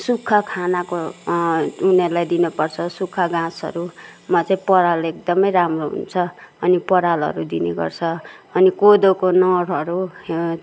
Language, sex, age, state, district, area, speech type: Nepali, female, 60+, West Bengal, Kalimpong, rural, spontaneous